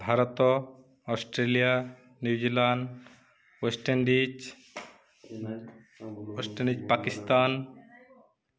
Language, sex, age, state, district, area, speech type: Odia, male, 18-30, Odisha, Subarnapur, urban, spontaneous